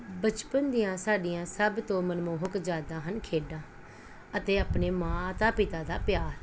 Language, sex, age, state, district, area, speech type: Punjabi, female, 45-60, Punjab, Pathankot, rural, spontaneous